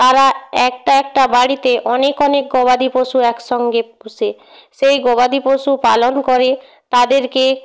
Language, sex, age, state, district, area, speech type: Bengali, female, 18-30, West Bengal, Purba Medinipur, rural, spontaneous